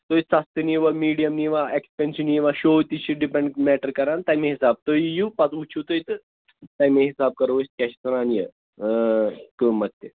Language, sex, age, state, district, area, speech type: Kashmiri, male, 30-45, Jammu and Kashmir, Pulwama, urban, conversation